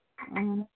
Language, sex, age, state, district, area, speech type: Kashmiri, female, 45-60, Jammu and Kashmir, Ganderbal, rural, conversation